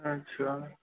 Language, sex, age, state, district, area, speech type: Maithili, male, 18-30, Bihar, Sitamarhi, rural, conversation